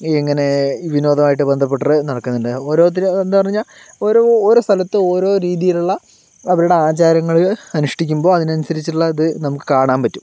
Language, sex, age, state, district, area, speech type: Malayalam, male, 60+, Kerala, Palakkad, rural, spontaneous